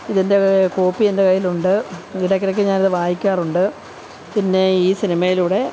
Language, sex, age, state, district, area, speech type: Malayalam, female, 45-60, Kerala, Kollam, rural, spontaneous